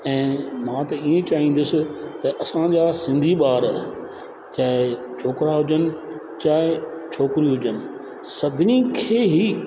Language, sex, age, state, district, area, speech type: Sindhi, male, 60+, Rajasthan, Ajmer, rural, spontaneous